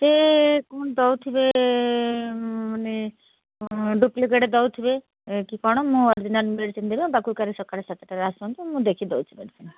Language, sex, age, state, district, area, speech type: Odia, female, 60+, Odisha, Kendrapara, urban, conversation